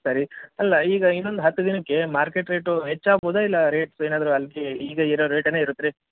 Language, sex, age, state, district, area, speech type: Kannada, male, 30-45, Karnataka, Bellary, rural, conversation